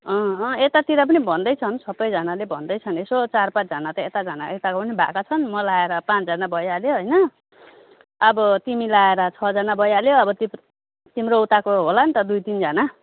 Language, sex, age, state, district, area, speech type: Nepali, female, 30-45, West Bengal, Alipurduar, urban, conversation